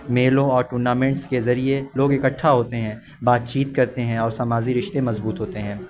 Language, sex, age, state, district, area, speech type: Urdu, male, 18-30, Uttar Pradesh, Azamgarh, rural, spontaneous